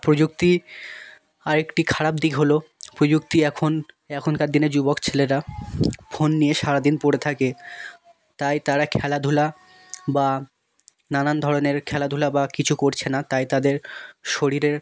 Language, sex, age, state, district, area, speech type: Bengali, male, 18-30, West Bengal, South 24 Parganas, rural, spontaneous